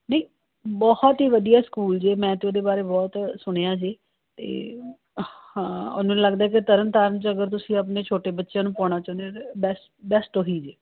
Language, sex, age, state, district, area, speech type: Punjabi, female, 30-45, Punjab, Tarn Taran, urban, conversation